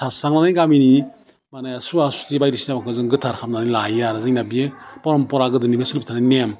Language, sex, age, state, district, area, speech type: Bodo, male, 45-60, Assam, Udalguri, urban, spontaneous